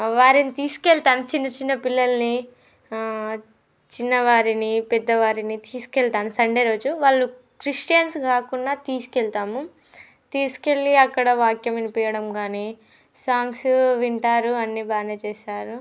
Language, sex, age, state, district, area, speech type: Telugu, female, 18-30, Telangana, Mancherial, rural, spontaneous